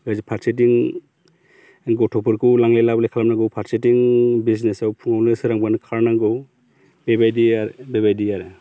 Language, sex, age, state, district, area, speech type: Bodo, male, 45-60, Assam, Baksa, rural, spontaneous